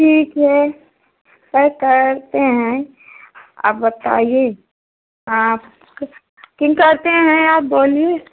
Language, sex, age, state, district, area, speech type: Hindi, female, 30-45, Uttar Pradesh, Prayagraj, urban, conversation